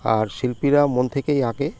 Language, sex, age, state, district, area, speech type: Bengali, male, 45-60, West Bengal, Birbhum, urban, spontaneous